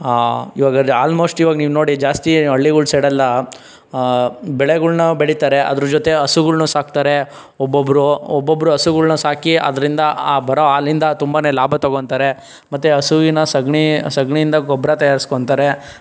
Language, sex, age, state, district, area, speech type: Kannada, male, 45-60, Karnataka, Chikkaballapur, rural, spontaneous